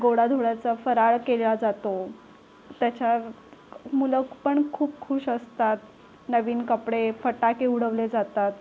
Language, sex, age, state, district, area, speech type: Marathi, female, 18-30, Maharashtra, Solapur, urban, spontaneous